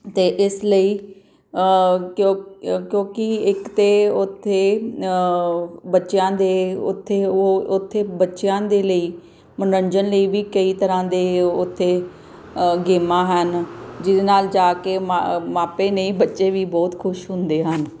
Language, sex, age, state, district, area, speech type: Punjabi, female, 45-60, Punjab, Gurdaspur, urban, spontaneous